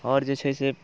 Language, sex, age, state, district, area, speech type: Maithili, male, 18-30, Bihar, Muzaffarpur, rural, spontaneous